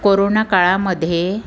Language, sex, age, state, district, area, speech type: Marathi, female, 30-45, Maharashtra, Amravati, urban, spontaneous